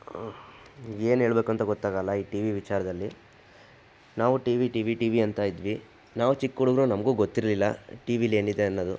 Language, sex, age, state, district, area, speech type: Kannada, male, 60+, Karnataka, Chitradurga, rural, spontaneous